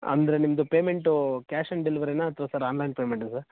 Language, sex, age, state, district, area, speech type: Kannada, male, 18-30, Karnataka, Mandya, rural, conversation